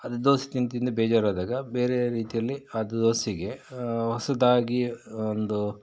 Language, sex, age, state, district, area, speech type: Kannada, male, 45-60, Karnataka, Bangalore Rural, rural, spontaneous